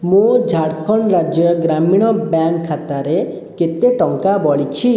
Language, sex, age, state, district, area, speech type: Odia, male, 18-30, Odisha, Khordha, rural, read